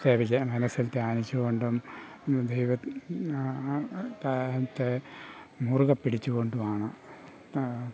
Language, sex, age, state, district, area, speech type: Malayalam, male, 60+, Kerala, Pathanamthitta, rural, spontaneous